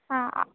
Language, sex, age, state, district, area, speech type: Kannada, female, 18-30, Karnataka, Tumkur, rural, conversation